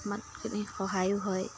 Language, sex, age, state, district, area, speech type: Assamese, female, 45-60, Assam, Tinsukia, rural, spontaneous